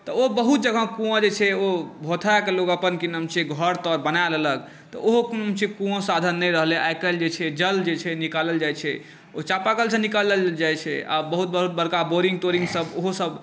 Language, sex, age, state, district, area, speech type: Maithili, male, 18-30, Bihar, Saharsa, urban, spontaneous